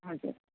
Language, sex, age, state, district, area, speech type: Nepali, female, 30-45, West Bengal, Kalimpong, rural, conversation